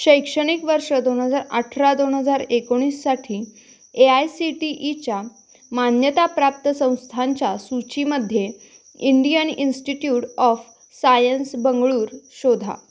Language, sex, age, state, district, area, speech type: Marathi, female, 18-30, Maharashtra, Sangli, urban, read